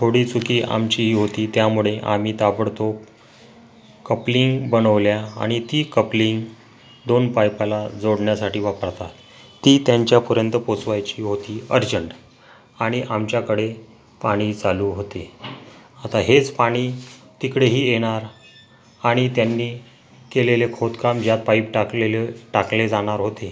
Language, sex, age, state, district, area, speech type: Marathi, male, 45-60, Maharashtra, Akola, rural, spontaneous